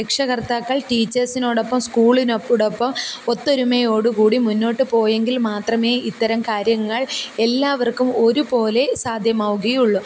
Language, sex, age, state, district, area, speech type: Malayalam, female, 30-45, Kerala, Kollam, rural, spontaneous